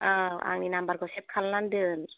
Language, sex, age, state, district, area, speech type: Bodo, female, 30-45, Assam, Chirang, rural, conversation